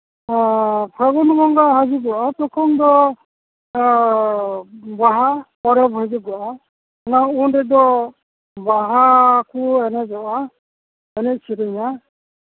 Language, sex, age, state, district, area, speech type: Santali, male, 45-60, West Bengal, Malda, rural, conversation